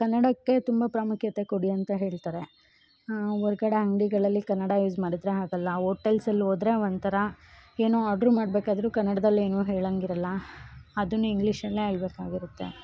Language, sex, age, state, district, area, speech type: Kannada, female, 18-30, Karnataka, Chikkamagaluru, rural, spontaneous